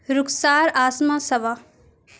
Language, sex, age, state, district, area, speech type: Urdu, female, 30-45, Bihar, Supaul, urban, spontaneous